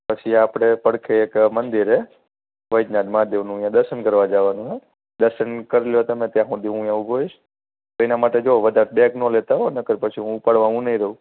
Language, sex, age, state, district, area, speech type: Gujarati, male, 18-30, Gujarat, Morbi, urban, conversation